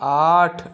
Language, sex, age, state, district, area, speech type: Hindi, male, 45-60, Rajasthan, Karauli, rural, read